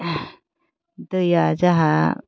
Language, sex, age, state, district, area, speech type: Bodo, female, 45-60, Assam, Kokrajhar, urban, spontaneous